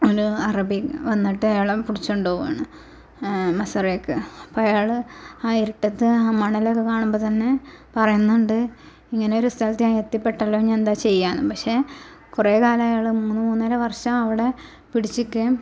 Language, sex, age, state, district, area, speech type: Malayalam, female, 18-30, Kerala, Malappuram, rural, spontaneous